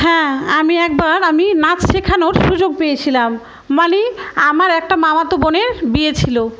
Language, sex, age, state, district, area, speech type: Bengali, female, 30-45, West Bengal, Murshidabad, rural, spontaneous